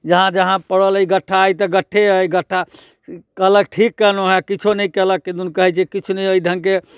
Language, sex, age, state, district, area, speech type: Maithili, male, 60+, Bihar, Muzaffarpur, urban, spontaneous